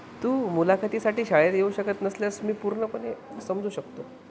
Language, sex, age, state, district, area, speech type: Marathi, male, 18-30, Maharashtra, Wardha, urban, read